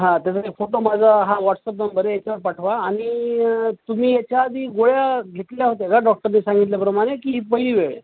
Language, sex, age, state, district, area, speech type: Marathi, male, 30-45, Maharashtra, Nanded, urban, conversation